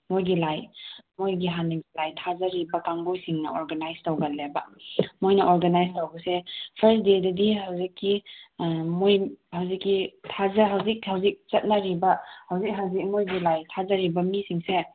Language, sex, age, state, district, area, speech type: Manipuri, female, 18-30, Manipur, Senapati, urban, conversation